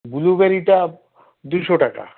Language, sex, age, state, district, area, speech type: Bengali, male, 60+, West Bengal, Howrah, urban, conversation